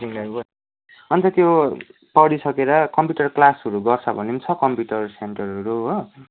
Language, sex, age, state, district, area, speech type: Nepali, male, 18-30, West Bengal, Kalimpong, rural, conversation